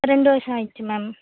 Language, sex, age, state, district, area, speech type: Tamil, female, 18-30, Tamil Nadu, Vellore, urban, conversation